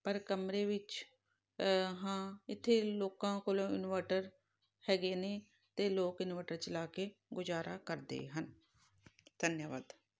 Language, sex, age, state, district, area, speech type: Punjabi, female, 45-60, Punjab, Tarn Taran, urban, spontaneous